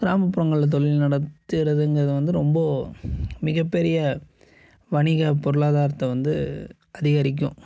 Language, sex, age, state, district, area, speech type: Tamil, male, 18-30, Tamil Nadu, Coimbatore, urban, spontaneous